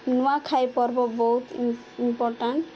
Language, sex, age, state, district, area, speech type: Odia, female, 18-30, Odisha, Koraput, urban, spontaneous